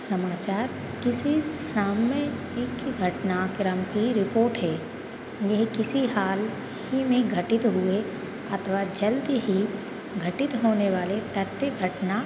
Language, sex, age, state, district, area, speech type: Hindi, female, 18-30, Madhya Pradesh, Hoshangabad, urban, spontaneous